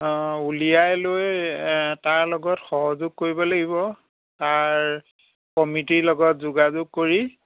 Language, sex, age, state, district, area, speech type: Assamese, male, 60+, Assam, Lakhimpur, rural, conversation